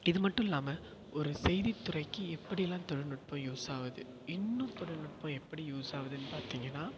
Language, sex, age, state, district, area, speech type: Tamil, male, 18-30, Tamil Nadu, Perambalur, urban, spontaneous